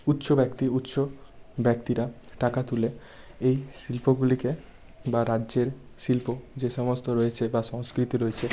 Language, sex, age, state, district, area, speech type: Bengali, male, 18-30, West Bengal, Bankura, urban, spontaneous